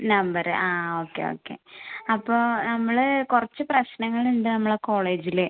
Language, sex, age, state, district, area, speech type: Malayalam, female, 18-30, Kerala, Malappuram, rural, conversation